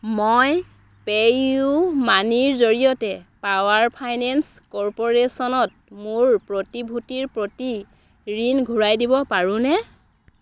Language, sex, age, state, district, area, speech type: Assamese, female, 30-45, Assam, Biswanath, rural, read